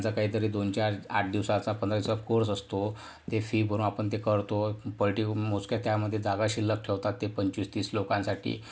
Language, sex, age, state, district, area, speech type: Marathi, male, 45-60, Maharashtra, Yavatmal, urban, spontaneous